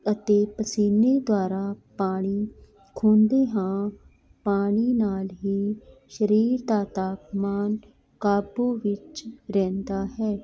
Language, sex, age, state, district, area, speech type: Punjabi, female, 45-60, Punjab, Jalandhar, urban, spontaneous